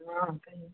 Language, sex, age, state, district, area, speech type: Maithili, female, 30-45, Bihar, Samastipur, rural, conversation